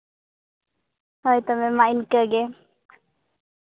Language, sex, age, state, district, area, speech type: Santali, female, 18-30, Jharkhand, Seraikela Kharsawan, rural, conversation